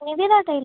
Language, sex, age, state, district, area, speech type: Tamil, male, 18-30, Tamil Nadu, Tiruchirappalli, rural, conversation